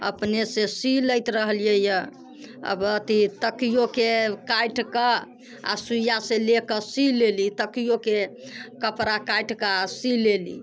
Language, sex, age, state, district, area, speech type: Maithili, female, 60+, Bihar, Muzaffarpur, rural, spontaneous